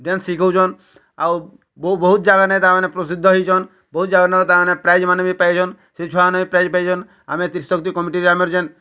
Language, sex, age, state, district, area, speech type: Odia, male, 45-60, Odisha, Bargarh, urban, spontaneous